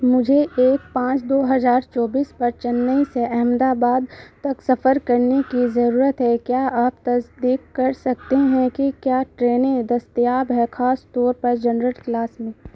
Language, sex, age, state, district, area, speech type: Urdu, female, 18-30, Bihar, Saharsa, rural, read